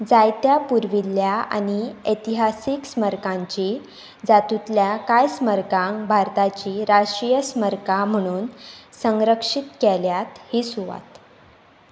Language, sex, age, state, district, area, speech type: Goan Konkani, female, 18-30, Goa, Pernem, rural, read